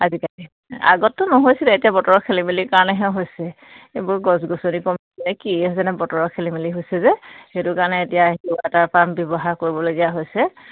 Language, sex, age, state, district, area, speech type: Assamese, female, 45-60, Assam, Charaideo, rural, conversation